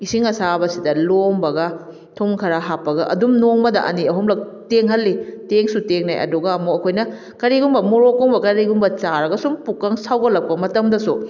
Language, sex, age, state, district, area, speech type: Manipuri, female, 30-45, Manipur, Kakching, rural, spontaneous